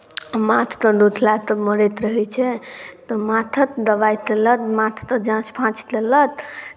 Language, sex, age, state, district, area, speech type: Maithili, female, 18-30, Bihar, Darbhanga, rural, spontaneous